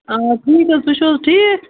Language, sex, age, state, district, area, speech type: Kashmiri, female, 30-45, Jammu and Kashmir, Kupwara, rural, conversation